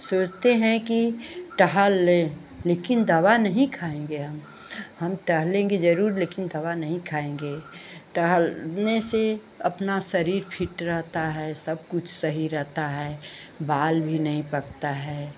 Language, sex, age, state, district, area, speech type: Hindi, female, 60+, Uttar Pradesh, Pratapgarh, urban, spontaneous